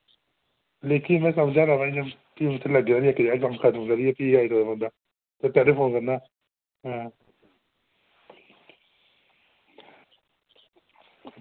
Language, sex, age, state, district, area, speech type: Dogri, male, 18-30, Jammu and Kashmir, Reasi, rural, conversation